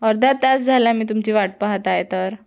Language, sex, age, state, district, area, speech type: Marathi, female, 18-30, Maharashtra, Nagpur, urban, spontaneous